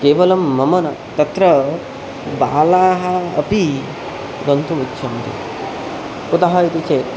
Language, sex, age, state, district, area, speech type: Sanskrit, male, 18-30, West Bengal, Purba Medinipur, rural, spontaneous